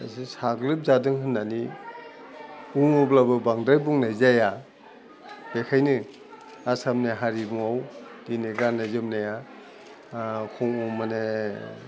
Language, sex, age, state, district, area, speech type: Bodo, male, 60+, Assam, Udalguri, urban, spontaneous